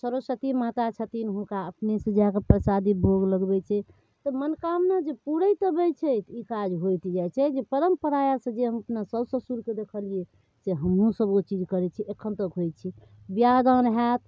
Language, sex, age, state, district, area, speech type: Maithili, female, 45-60, Bihar, Darbhanga, rural, spontaneous